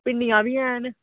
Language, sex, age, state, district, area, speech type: Dogri, male, 18-30, Jammu and Kashmir, Samba, rural, conversation